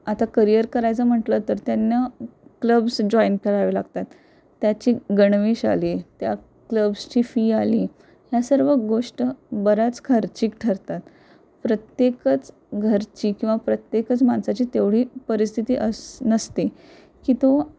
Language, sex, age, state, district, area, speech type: Marathi, female, 18-30, Maharashtra, Pune, urban, spontaneous